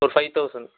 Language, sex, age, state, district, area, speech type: Tamil, male, 30-45, Tamil Nadu, Erode, rural, conversation